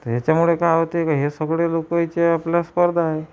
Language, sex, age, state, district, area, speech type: Marathi, male, 60+, Maharashtra, Amravati, rural, spontaneous